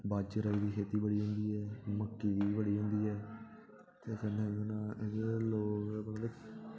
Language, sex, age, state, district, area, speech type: Dogri, male, 18-30, Jammu and Kashmir, Samba, rural, spontaneous